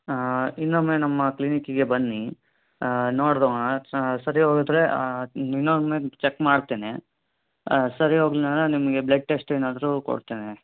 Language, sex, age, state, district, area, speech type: Kannada, male, 18-30, Karnataka, Davanagere, urban, conversation